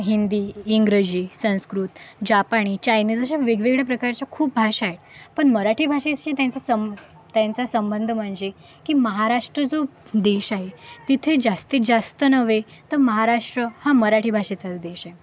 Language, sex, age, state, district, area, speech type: Marathi, female, 18-30, Maharashtra, Akola, rural, spontaneous